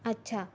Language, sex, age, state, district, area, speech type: Marathi, female, 18-30, Maharashtra, Raigad, rural, spontaneous